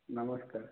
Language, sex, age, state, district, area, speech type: Odia, male, 45-60, Odisha, Dhenkanal, rural, conversation